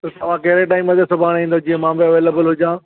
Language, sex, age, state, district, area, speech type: Sindhi, male, 60+, Maharashtra, Thane, rural, conversation